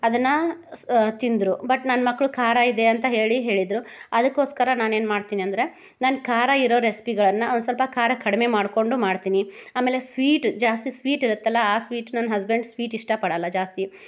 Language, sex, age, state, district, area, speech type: Kannada, female, 30-45, Karnataka, Gadag, rural, spontaneous